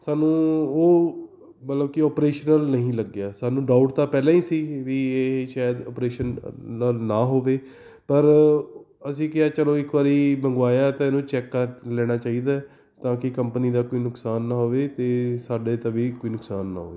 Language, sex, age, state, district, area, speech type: Punjabi, male, 30-45, Punjab, Fatehgarh Sahib, urban, spontaneous